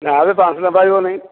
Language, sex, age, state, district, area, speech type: Odia, male, 45-60, Odisha, Dhenkanal, rural, conversation